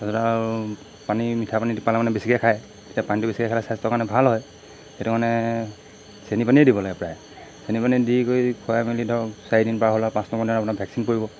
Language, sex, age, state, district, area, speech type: Assamese, male, 45-60, Assam, Golaghat, rural, spontaneous